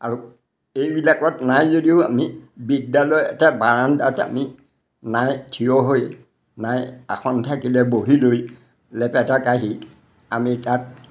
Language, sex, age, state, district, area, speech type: Assamese, male, 60+, Assam, Majuli, urban, spontaneous